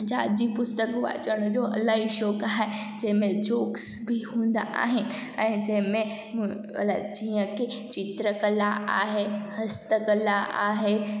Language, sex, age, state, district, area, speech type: Sindhi, female, 18-30, Gujarat, Junagadh, rural, spontaneous